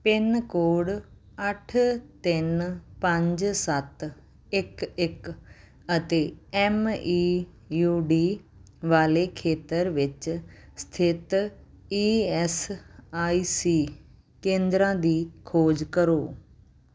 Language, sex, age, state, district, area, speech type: Punjabi, female, 30-45, Punjab, Muktsar, urban, read